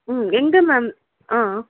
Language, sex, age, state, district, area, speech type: Tamil, female, 18-30, Tamil Nadu, Chengalpattu, urban, conversation